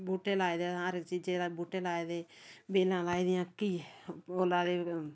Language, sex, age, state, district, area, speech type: Dogri, female, 45-60, Jammu and Kashmir, Samba, rural, spontaneous